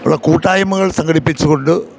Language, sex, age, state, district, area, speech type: Malayalam, male, 60+, Kerala, Kottayam, rural, spontaneous